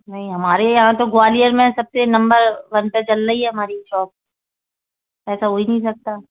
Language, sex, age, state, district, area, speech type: Hindi, female, 30-45, Madhya Pradesh, Gwalior, urban, conversation